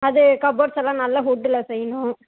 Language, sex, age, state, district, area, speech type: Tamil, female, 30-45, Tamil Nadu, Krishnagiri, rural, conversation